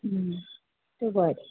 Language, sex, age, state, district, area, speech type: Goan Konkani, female, 30-45, Goa, Murmgao, rural, conversation